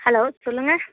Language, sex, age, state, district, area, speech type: Tamil, female, 30-45, Tamil Nadu, Nagapattinam, rural, conversation